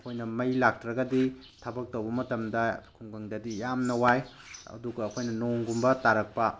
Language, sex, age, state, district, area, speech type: Manipuri, male, 30-45, Manipur, Tengnoupal, rural, spontaneous